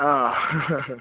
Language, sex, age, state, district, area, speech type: Sanskrit, male, 18-30, Karnataka, Chikkamagaluru, urban, conversation